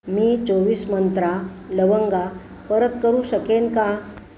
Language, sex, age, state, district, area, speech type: Marathi, female, 60+, Maharashtra, Pune, urban, read